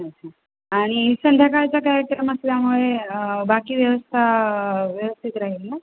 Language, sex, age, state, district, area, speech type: Marathi, female, 30-45, Maharashtra, Nanded, urban, conversation